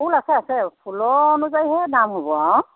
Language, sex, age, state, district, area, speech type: Assamese, female, 60+, Assam, Sivasagar, rural, conversation